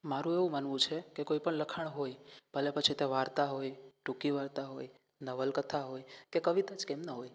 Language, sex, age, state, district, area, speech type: Gujarati, male, 18-30, Gujarat, Rajkot, rural, spontaneous